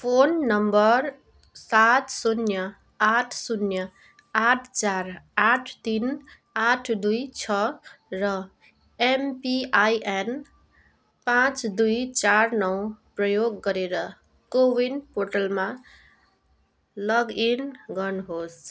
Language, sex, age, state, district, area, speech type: Nepali, female, 60+, West Bengal, Darjeeling, rural, read